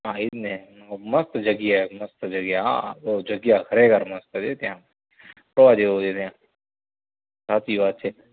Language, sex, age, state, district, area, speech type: Gujarati, male, 18-30, Gujarat, Kutch, rural, conversation